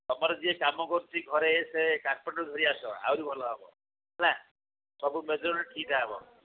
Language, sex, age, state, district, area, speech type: Odia, female, 60+, Odisha, Sundergarh, rural, conversation